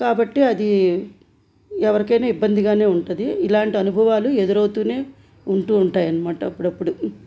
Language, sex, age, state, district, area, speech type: Telugu, female, 45-60, Andhra Pradesh, Krishna, rural, spontaneous